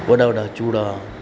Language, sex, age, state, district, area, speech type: Sindhi, male, 30-45, Madhya Pradesh, Katni, urban, spontaneous